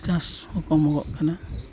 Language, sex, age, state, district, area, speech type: Santali, male, 45-60, Jharkhand, East Singhbhum, rural, spontaneous